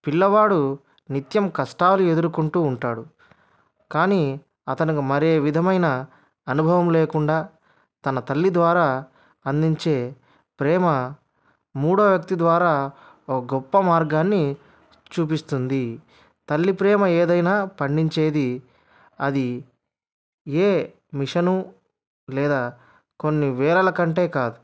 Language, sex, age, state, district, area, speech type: Telugu, male, 30-45, Andhra Pradesh, Anantapur, urban, spontaneous